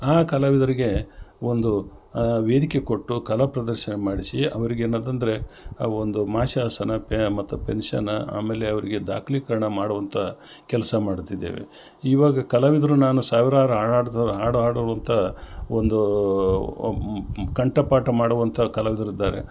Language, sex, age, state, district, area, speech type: Kannada, male, 60+, Karnataka, Gulbarga, urban, spontaneous